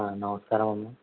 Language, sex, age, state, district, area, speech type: Telugu, male, 60+, Andhra Pradesh, Konaseema, urban, conversation